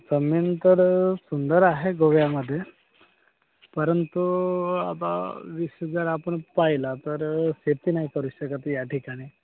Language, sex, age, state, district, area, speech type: Marathi, male, 30-45, Maharashtra, Gadchiroli, rural, conversation